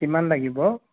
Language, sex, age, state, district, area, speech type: Assamese, male, 30-45, Assam, Dibrugarh, urban, conversation